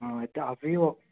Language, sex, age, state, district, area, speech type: Telugu, male, 18-30, Andhra Pradesh, Krishna, urban, conversation